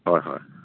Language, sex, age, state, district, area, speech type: Assamese, male, 45-60, Assam, Charaideo, rural, conversation